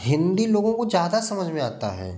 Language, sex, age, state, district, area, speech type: Hindi, male, 18-30, Uttar Pradesh, Prayagraj, rural, spontaneous